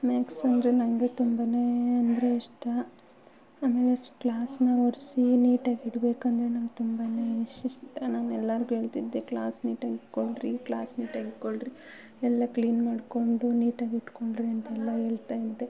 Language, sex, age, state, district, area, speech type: Kannada, female, 18-30, Karnataka, Bangalore Rural, rural, spontaneous